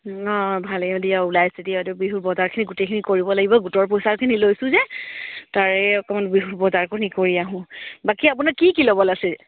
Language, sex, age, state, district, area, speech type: Assamese, female, 30-45, Assam, Charaideo, rural, conversation